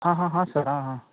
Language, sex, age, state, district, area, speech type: Hindi, male, 18-30, Uttar Pradesh, Azamgarh, rural, conversation